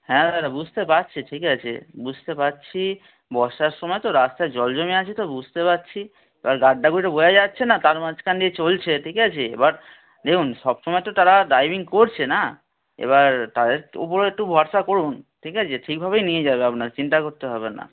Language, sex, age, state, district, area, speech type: Bengali, male, 18-30, West Bengal, Howrah, urban, conversation